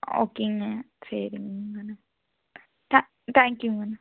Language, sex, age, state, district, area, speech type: Tamil, female, 18-30, Tamil Nadu, Tiruppur, rural, conversation